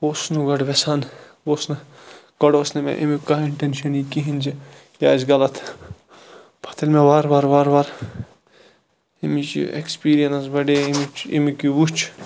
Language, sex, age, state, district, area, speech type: Kashmiri, male, 45-60, Jammu and Kashmir, Bandipora, rural, spontaneous